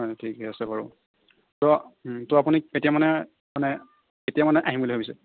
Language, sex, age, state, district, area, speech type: Assamese, male, 45-60, Assam, Darrang, rural, conversation